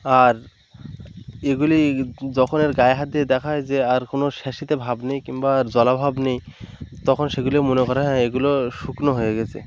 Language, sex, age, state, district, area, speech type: Bengali, male, 18-30, West Bengal, Birbhum, urban, spontaneous